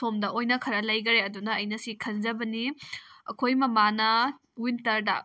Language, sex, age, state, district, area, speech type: Manipuri, female, 18-30, Manipur, Kakching, rural, spontaneous